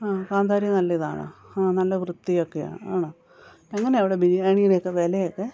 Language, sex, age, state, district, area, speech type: Malayalam, female, 45-60, Kerala, Kottayam, rural, spontaneous